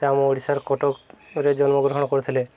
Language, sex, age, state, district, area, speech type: Odia, male, 18-30, Odisha, Subarnapur, urban, spontaneous